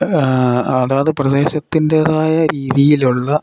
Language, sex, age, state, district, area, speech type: Malayalam, male, 60+, Kerala, Idukki, rural, spontaneous